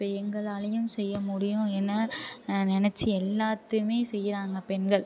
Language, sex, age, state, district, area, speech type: Tamil, female, 30-45, Tamil Nadu, Thanjavur, urban, spontaneous